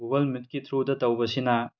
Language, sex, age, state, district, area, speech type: Manipuri, male, 18-30, Manipur, Tengnoupal, rural, spontaneous